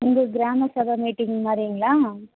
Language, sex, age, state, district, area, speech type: Tamil, female, 30-45, Tamil Nadu, Tirupattur, rural, conversation